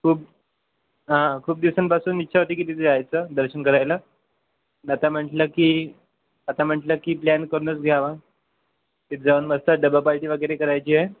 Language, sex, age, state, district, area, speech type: Marathi, male, 18-30, Maharashtra, Wardha, rural, conversation